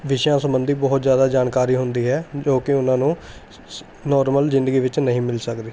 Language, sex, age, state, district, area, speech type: Punjabi, male, 18-30, Punjab, Mohali, urban, spontaneous